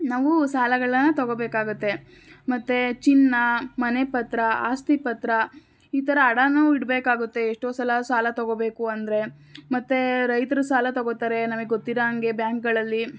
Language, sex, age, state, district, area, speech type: Kannada, female, 18-30, Karnataka, Tumkur, urban, spontaneous